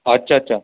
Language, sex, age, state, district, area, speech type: Marathi, male, 30-45, Maharashtra, Buldhana, urban, conversation